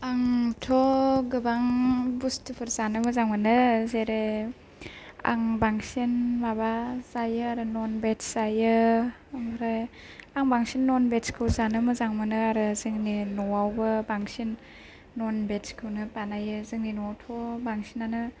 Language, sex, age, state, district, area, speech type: Bodo, female, 18-30, Assam, Kokrajhar, rural, spontaneous